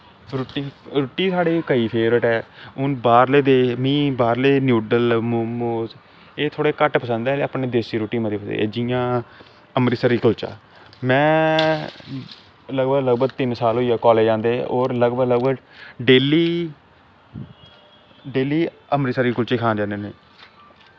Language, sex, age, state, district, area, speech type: Dogri, male, 18-30, Jammu and Kashmir, Samba, urban, spontaneous